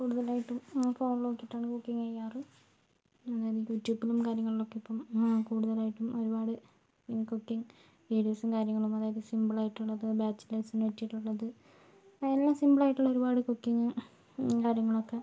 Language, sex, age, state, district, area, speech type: Malayalam, female, 45-60, Kerala, Kozhikode, urban, spontaneous